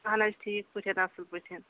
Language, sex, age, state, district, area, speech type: Kashmiri, female, 30-45, Jammu and Kashmir, Anantnag, rural, conversation